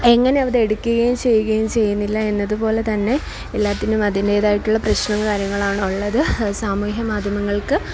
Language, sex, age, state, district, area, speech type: Malayalam, female, 18-30, Kerala, Kollam, rural, spontaneous